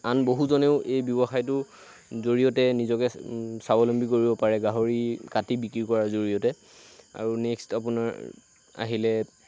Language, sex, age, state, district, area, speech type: Assamese, male, 18-30, Assam, Lakhimpur, rural, spontaneous